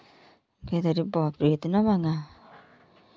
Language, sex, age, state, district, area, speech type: Hindi, female, 30-45, Uttar Pradesh, Jaunpur, rural, spontaneous